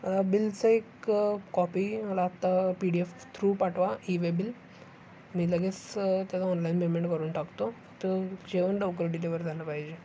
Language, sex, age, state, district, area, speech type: Marathi, male, 18-30, Maharashtra, Sangli, urban, spontaneous